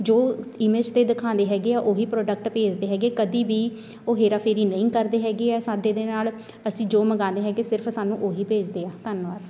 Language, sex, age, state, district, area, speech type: Punjabi, female, 18-30, Punjab, Shaheed Bhagat Singh Nagar, urban, spontaneous